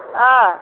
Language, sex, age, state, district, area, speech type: Assamese, female, 60+, Assam, Dhemaji, rural, conversation